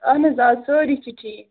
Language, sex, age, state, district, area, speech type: Kashmiri, other, 18-30, Jammu and Kashmir, Bandipora, rural, conversation